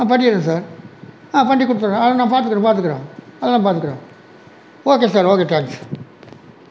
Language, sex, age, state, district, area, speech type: Tamil, male, 60+, Tamil Nadu, Erode, rural, spontaneous